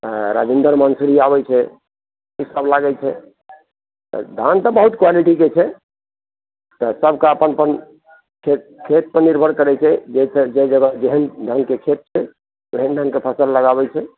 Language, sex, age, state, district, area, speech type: Maithili, male, 45-60, Bihar, Araria, rural, conversation